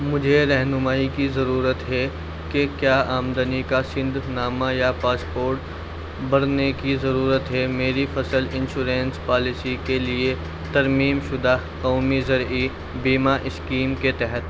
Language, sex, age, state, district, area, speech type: Urdu, male, 18-30, Delhi, Central Delhi, urban, read